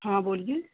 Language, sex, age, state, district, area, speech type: Hindi, female, 30-45, Uttar Pradesh, Mau, rural, conversation